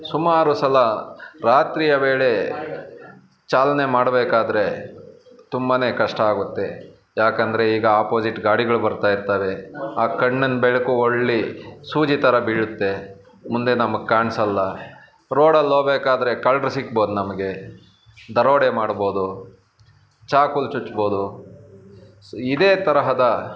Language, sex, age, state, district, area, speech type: Kannada, male, 30-45, Karnataka, Bangalore Urban, urban, spontaneous